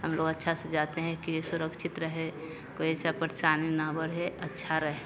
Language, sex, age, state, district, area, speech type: Hindi, female, 30-45, Bihar, Vaishali, rural, spontaneous